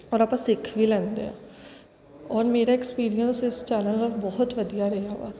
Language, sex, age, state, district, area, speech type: Punjabi, female, 18-30, Punjab, Kapurthala, urban, spontaneous